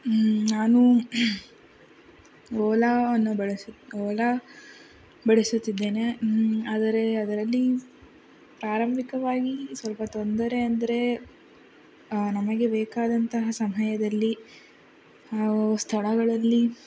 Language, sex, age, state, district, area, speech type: Kannada, female, 45-60, Karnataka, Chikkaballapur, rural, spontaneous